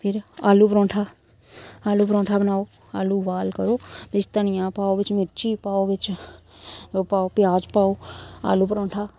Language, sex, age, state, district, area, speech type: Dogri, female, 30-45, Jammu and Kashmir, Samba, rural, spontaneous